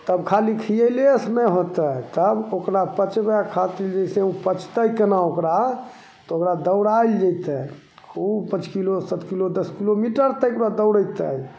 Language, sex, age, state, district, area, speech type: Maithili, male, 60+, Bihar, Begusarai, urban, spontaneous